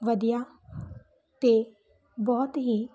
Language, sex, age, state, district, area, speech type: Punjabi, female, 18-30, Punjab, Muktsar, rural, spontaneous